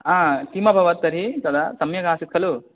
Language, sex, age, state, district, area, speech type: Sanskrit, male, 18-30, West Bengal, Cooch Behar, rural, conversation